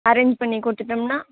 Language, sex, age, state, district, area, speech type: Tamil, female, 18-30, Tamil Nadu, Kallakurichi, rural, conversation